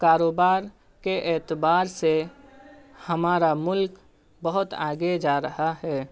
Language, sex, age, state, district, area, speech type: Urdu, male, 18-30, Bihar, Purnia, rural, spontaneous